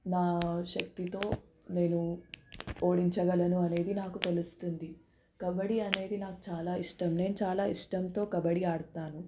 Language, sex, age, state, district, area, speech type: Telugu, female, 18-30, Telangana, Hyderabad, urban, spontaneous